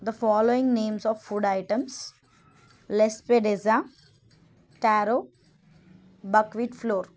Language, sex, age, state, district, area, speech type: Telugu, female, 30-45, Telangana, Adilabad, rural, spontaneous